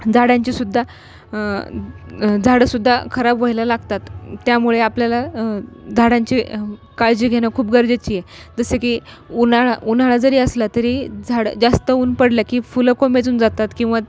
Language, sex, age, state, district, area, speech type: Marathi, female, 18-30, Maharashtra, Nanded, rural, spontaneous